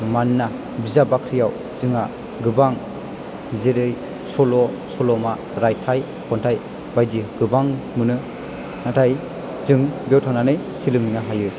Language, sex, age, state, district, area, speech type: Bodo, male, 18-30, Assam, Chirang, urban, spontaneous